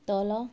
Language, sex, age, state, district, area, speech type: Odia, female, 30-45, Odisha, Bargarh, urban, read